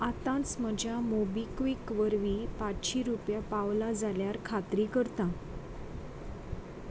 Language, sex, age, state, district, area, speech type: Goan Konkani, female, 30-45, Goa, Salcete, rural, read